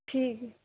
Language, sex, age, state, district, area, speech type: Punjabi, female, 30-45, Punjab, Barnala, rural, conversation